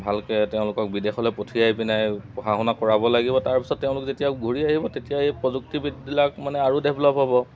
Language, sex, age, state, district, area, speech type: Assamese, male, 30-45, Assam, Golaghat, rural, spontaneous